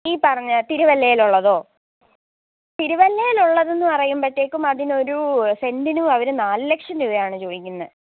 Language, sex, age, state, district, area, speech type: Malayalam, female, 18-30, Kerala, Pathanamthitta, rural, conversation